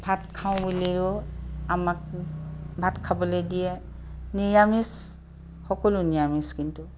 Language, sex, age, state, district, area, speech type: Assamese, female, 60+, Assam, Charaideo, urban, spontaneous